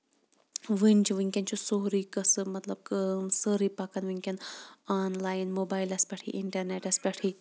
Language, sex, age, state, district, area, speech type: Kashmiri, female, 18-30, Jammu and Kashmir, Kulgam, rural, spontaneous